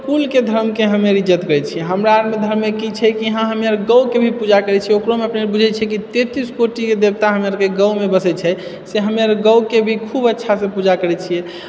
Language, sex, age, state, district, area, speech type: Maithili, male, 30-45, Bihar, Purnia, urban, spontaneous